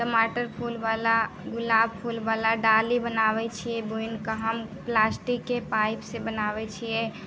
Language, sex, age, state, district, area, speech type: Maithili, female, 18-30, Bihar, Muzaffarpur, rural, spontaneous